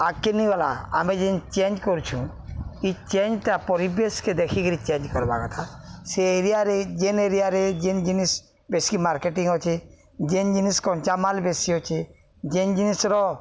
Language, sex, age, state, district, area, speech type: Odia, male, 45-60, Odisha, Balangir, urban, spontaneous